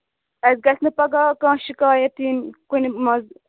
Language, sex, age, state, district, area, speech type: Kashmiri, female, 18-30, Jammu and Kashmir, Budgam, rural, conversation